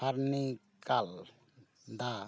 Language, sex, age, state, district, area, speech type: Santali, male, 45-60, West Bengal, Bankura, rural, read